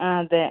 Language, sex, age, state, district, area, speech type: Malayalam, female, 30-45, Kerala, Malappuram, rural, conversation